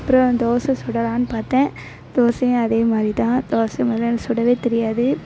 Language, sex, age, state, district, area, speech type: Tamil, female, 18-30, Tamil Nadu, Thoothukudi, rural, spontaneous